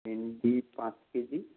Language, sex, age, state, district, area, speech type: Bengali, male, 30-45, West Bengal, Purulia, urban, conversation